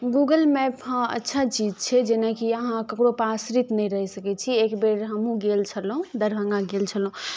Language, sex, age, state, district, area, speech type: Maithili, female, 18-30, Bihar, Darbhanga, rural, spontaneous